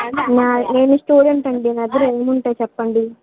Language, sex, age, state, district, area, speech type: Telugu, female, 18-30, Telangana, Nalgonda, urban, conversation